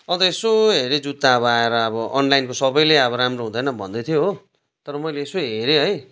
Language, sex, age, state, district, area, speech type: Nepali, male, 30-45, West Bengal, Kalimpong, rural, spontaneous